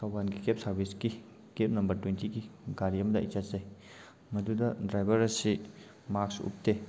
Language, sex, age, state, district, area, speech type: Manipuri, male, 18-30, Manipur, Thoubal, rural, spontaneous